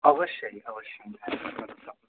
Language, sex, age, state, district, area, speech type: Nepali, male, 30-45, West Bengal, Darjeeling, rural, conversation